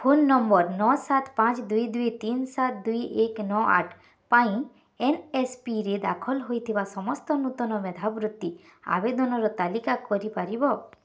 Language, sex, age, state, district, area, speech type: Odia, female, 18-30, Odisha, Bargarh, urban, read